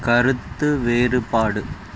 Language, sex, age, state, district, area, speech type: Tamil, male, 30-45, Tamil Nadu, Krishnagiri, rural, read